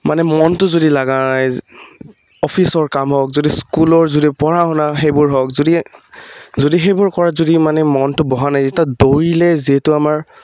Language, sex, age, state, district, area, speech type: Assamese, male, 18-30, Assam, Udalguri, rural, spontaneous